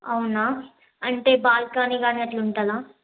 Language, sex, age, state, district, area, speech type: Telugu, female, 18-30, Telangana, Yadadri Bhuvanagiri, urban, conversation